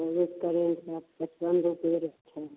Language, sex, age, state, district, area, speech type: Hindi, female, 60+, Bihar, Vaishali, urban, conversation